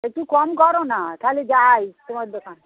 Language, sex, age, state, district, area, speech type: Bengali, female, 60+, West Bengal, Hooghly, rural, conversation